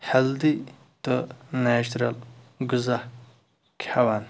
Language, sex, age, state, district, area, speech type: Kashmiri, male, 30-45, Jammu and Kashmir, Anantnag, rural, spontaneous